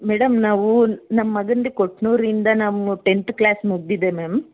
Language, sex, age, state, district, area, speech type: Kannada, female, 30-45, Karnataka, Bangalore Urban, urban, conversation